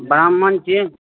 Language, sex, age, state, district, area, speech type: Maithili, male, 18-30, Bihar, Supaul, rural, conversation